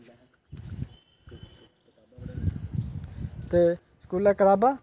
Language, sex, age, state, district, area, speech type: Dogri, male, 30-45, Jammu and Kashmir, Udhampur, urban, spontaneous